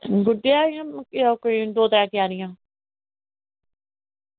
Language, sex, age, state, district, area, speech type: Dogri, female, 45-60, Jammu and Kashmir, Samba, rural, conversation